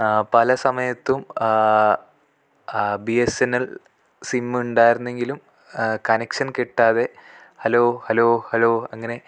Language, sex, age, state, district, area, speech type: Malayalam, male, 18-30, Kerala, Kasaragod, rural, spontaneous